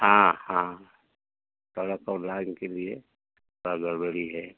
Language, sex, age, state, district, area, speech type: Hindi, male, 60+, Uttar Pradesh, Mau, rural, conversation